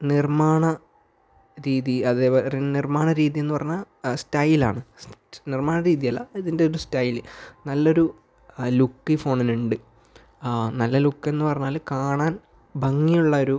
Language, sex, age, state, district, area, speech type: Malayalam, male, 18-30, Kerala, Kasaragod, rural, spontaneous